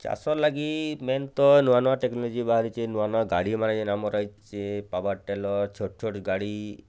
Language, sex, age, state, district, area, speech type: Odia, male, 45-60, Odisha, Bargarh, urban, spontaneous